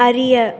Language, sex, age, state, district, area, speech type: Tamil, female, 18-30, Tamil Nadu, Tirunelveli, rural, read